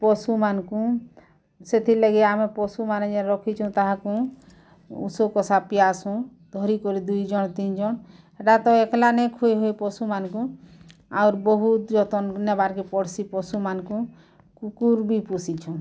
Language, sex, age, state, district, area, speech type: Odia, female, 45-60, Odisha, Bargarh, urban, spontaneous